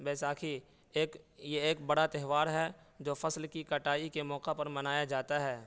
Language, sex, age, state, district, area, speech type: Urdu, male, 18-30, Uttar Pradesh, Saharanpur, urban, spontaneous